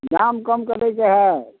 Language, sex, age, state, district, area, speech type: Maithili, male, 60+, Bihar, Samastipur, rural, conversation